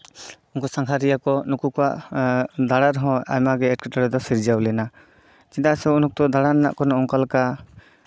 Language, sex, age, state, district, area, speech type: Santali, male, 18-30, West Bengal, Bankura, rural, spontaneous